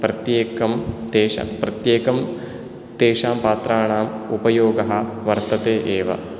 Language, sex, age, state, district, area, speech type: Sanskrit, male, 18-30, Kerala, Ernakulam, urban, spontaneous